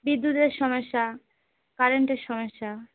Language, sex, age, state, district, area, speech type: Bengali, female, 30-45, West Bengal, Darjeeling, urban, conversation